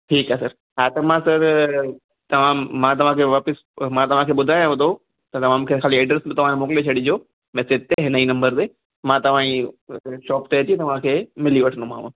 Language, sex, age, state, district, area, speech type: Sindhi, male, 30-45, Gujarat, Kutch, urban, conversation